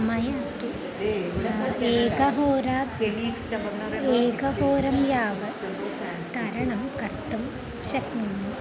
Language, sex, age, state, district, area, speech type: Sanskrit, female, 18-30, Kerala, Thrissur, urban, spontaneous